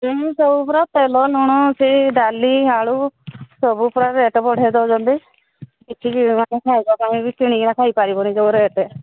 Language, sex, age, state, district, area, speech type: Odia, female, 60+, Odisha, Angul, rural, conversation